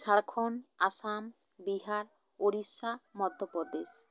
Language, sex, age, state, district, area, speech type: Santali, female, 30-45, West Bengal, Bankura, rural, spontaneous